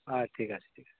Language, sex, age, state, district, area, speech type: Bengali, male, 18-30, West Bengal, Cooch Behar, urban, conversation